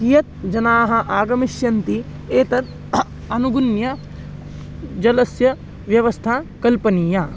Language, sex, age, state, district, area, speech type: Sanskrit, male, 18-30, Maharashtra, Beed, urban, spontaneous